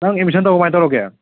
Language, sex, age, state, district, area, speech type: Manipuri, male, 18-30, Manipur, Kangpokpi, urban, conversation